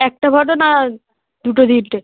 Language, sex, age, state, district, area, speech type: Bengali, female, 18-30, West Bengal, Dakshin Dinajpur, urban, conversation